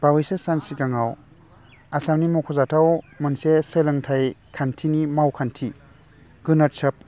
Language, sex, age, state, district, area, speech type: Bodo, male, 30-45, Assam, Baksa, urban, spontaneous